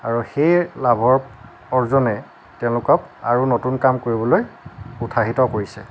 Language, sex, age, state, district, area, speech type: Assamese, male, 30-45, Assam, Lakhimpur, rural, spontaneous